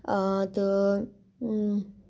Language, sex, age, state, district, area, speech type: Kashmiri, female, 18-30, Jammu and Kashmir, Kupwara, rural, spontaneous